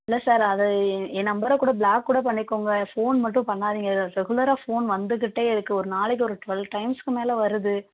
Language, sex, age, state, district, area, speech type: Tamil, female, 18-30, Tamil Nadu, Madurai, rural, conversation